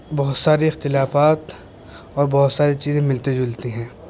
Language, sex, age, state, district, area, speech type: Urdu, male, 18-30, Uttar Pradesh, Muzaffarnagar, urban, spontaneous